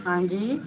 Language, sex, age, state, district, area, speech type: Dogri, female, 30-45, Jammu and Kashmir, Samba, rural, conversation